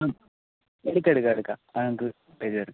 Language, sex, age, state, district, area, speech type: Malayalam, male, 45-60, Kerala, Palakkad, rural, conversation